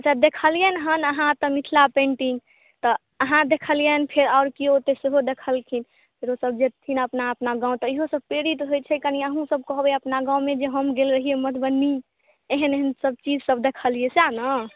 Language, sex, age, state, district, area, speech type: Maithili, female, 18-30, Bihar, Madhubani, rural, conversation